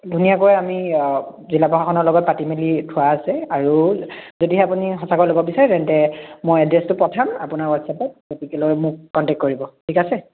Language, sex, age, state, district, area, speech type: Assamese, male, 18-30, Assam, Lakhimpur, rural, conversation